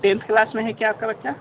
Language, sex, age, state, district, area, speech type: Hindi, male, 18-30, Uttar Pradesh, Sonbhadra, rural, conversation